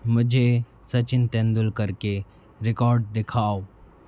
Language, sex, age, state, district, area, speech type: Hindi, male, 45-60, Madhya Pradesh, Bhopal, urban, read